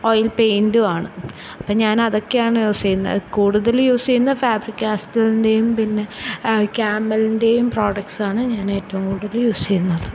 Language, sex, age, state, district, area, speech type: Malayalam, female, 18-30, Kerala, Thiruvananthapuram, urban, spontaneous